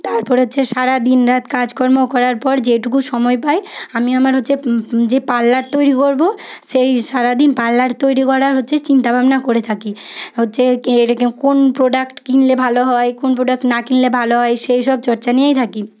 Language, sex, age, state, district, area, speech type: Bengali, female, 18-30, West Bengal, Paschim Medinipur, rural, spontaneous